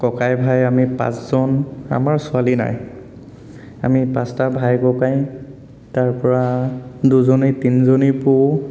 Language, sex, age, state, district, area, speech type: Assamese, male, 18-30, Assam, Dhemaji, urban, spontaneous